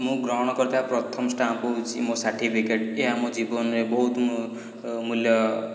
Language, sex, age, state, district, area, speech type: Odia, male, 30-45, Odisha, Puri, urban, spontaneous